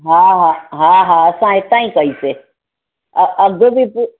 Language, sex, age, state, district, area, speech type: Sindhi, female, 45-60, Gujarat, Junagadh, rural, conversation